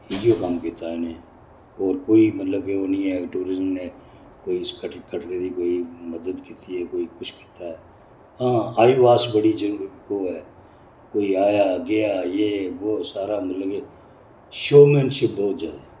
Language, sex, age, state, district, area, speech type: Dogri, male, 60+, Jammu and Kashmir, Reasi, urban, spontaneous